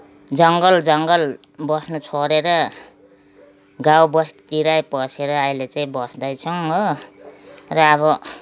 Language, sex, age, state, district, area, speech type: Nepali, female, 60+, West Bengal, Kalimpong, rural, spontaneous